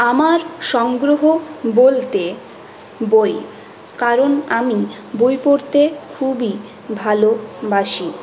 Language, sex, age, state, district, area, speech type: Bengali, female, 60+, West Bengal, Paschim Bardhaman, urban, spontaneous